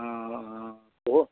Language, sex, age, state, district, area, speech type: Assamese, male, 60+, Assam, Majuli, urban, conversation